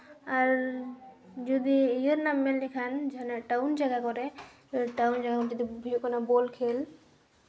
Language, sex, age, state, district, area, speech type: Santali, female, 18-30, West Bengal, Purulia, rural, spontaneous